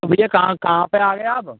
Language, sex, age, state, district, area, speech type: Hindi, male, 18-30, Rajasthan, Bharatpur, urban, conversation